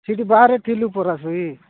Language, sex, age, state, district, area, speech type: Odia, male, 45-60, Odisha, Nabarangpur, rural, conversation